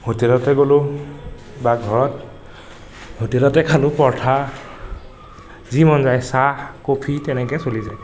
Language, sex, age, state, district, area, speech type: Assamese, male, 18-30, Assam, Nagaon, rural, spontaneous